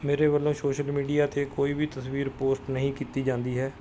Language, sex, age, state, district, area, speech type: Punjabi, male, 30-45, Punjab, Mohali, urban, spontaneous